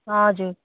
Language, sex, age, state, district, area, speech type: Nepali, female, 30-45, West Bengal, Jalpaiguri, urban, conversation